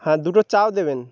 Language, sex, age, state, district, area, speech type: Bengali, male, 30-45, West Bengal, Birbhum, urban, spontaneous